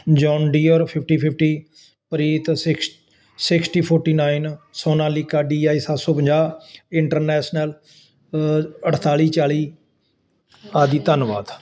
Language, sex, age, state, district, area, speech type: Punjabi, male, 60+, Punjab, Ludhiana, urban, spontaneous